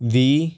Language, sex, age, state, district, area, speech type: Punjabi, male, 18-30, Punjab, Patiala, urban, spontaneous